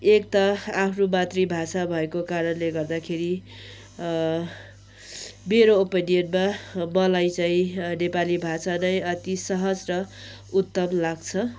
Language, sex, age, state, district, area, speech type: Nepali, female, 30-45, West Bengal, Kalimpong, rural, spontaneous